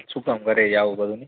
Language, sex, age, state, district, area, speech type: Gujarati, male, 18-30, Gujarat, Kutch, rural, conversation